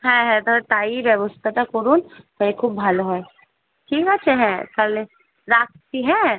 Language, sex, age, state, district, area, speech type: Bengali, female, 18-30, West Bengal, Kolkata, urban, conversation